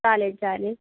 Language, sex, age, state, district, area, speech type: Marathi, female, 18-30, Maharashtra, Sindhudurg, urban, conversation